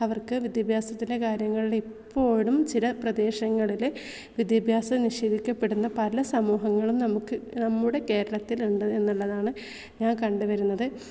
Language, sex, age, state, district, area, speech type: Malayalam, female, 18-30, Kerala, Malappuram, rural, spontaneous